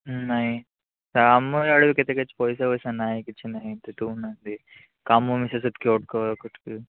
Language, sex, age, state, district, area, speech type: Odia, male, 60+, Odisha, Bhadrak, rural, conversation